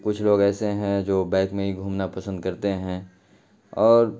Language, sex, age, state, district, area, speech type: Urdu, male, 30-45, Bihar, Khagaria, rural, spontaneous